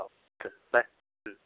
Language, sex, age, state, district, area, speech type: Marathi, male, 30-45, Maharashtra, Yavatmal, urban, conversation